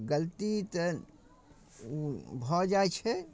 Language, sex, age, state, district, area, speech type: Maithili, male, 30-45, Bihar, Darbhanga, rural, spontaneous